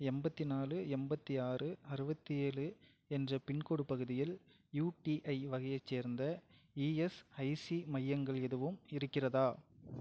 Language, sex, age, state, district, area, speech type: Tamil, male, 30-45, Tamil Nadu, Tiruvarur, rural, read